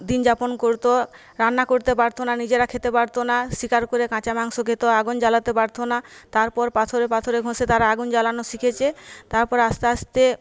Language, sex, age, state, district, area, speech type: Bengali, female, 30-45, West Bengal, Paschim Medinipur, rural, spontaneous